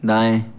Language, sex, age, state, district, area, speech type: Hindi, male, 18-30, Madhya Pradesh, Bhopal, urban, read